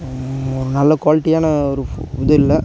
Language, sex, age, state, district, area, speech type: Tamil, male, 45-60, Tamil Nadu, Tiruchirappalli, rural, spontaneous